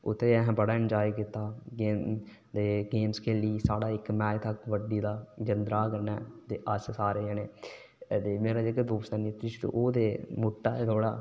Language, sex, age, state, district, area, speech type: Dogri, male, 18-30, Jammu and Kashmir, Udhampur, rural, spontaneous